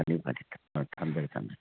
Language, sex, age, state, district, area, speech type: Manipuri, male, 60+, Manipur, Churachandpur, urban, conversation